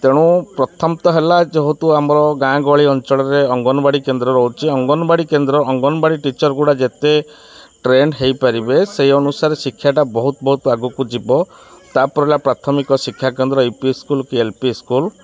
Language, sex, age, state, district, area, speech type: Odia, male, 30-45, Odisha, Kendrapara, urban, spontaneous